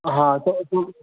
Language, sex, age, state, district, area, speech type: Goan Konkani, male, 18-30, Goa, Bardez, urban, conversation